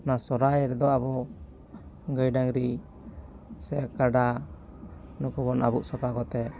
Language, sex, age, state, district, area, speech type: Santali, male, 18-30, West Bengal, Bankura, rural, spontaneous